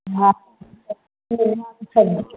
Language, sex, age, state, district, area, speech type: Hindi, female, 60+, Uttar Pradesh, Varanasi, rural, conversation